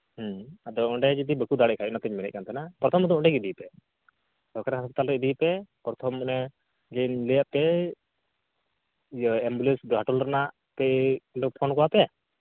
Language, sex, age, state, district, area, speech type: Santali, male, 18-30, West Bengal, Uttar Dinajpur, rural, conversation